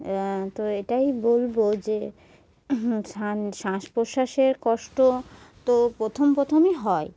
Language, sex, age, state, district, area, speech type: Bengali, female, 18-30, West Bengal, Murshidabad, urban, spontaneous